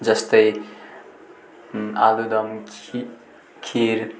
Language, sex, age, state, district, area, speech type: Nepali, male, 18-30, West Bengal, Darjeeling, rural, spontaneous